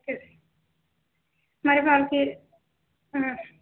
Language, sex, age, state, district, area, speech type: Telugu, female, 30-45, Andhra Pradesh, Visakhapatnam, urban, conversation